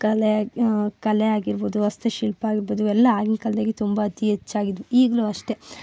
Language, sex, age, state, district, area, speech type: Kannada, female, 30-45, Karnataka, Tumkur, rural, spontaneous